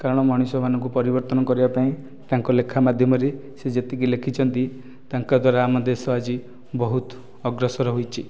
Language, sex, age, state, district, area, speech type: Odia, male, 30-45, Odisha, Nayagarh, rural, spontaneous